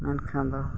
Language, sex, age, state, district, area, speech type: Santali, female, 60+, Odisha, Mayurbhanj, rural, spontaneous